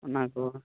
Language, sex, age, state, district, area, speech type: Santali, male, 18-30, West Bengal, Birbhum, rural, conversation